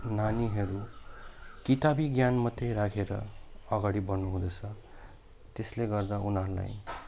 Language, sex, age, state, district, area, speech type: Nepali, male, 30-45, West Bengal, Alipurduar, urban, spontaneous